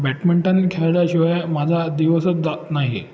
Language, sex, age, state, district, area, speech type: Marathi, male, 18-30, Maharashtra, Ratnagiri, urban, spontaneous